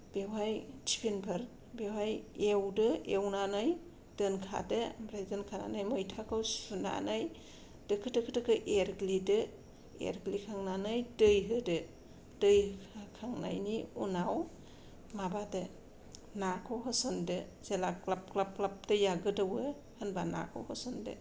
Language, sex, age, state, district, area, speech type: Bodo, female, 45-60, Assam, Kokrajhar, rural, spontaneous